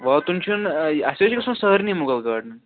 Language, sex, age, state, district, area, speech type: Kashmiri, male, 30-45, Jammu and Kashmir, Srinagar, urban, conversation